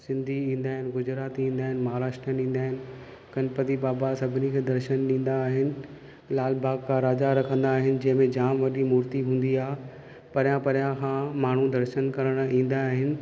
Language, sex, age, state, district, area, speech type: Sindhi, male, 30-45, Maharashtra, Thane, urban, spontaneous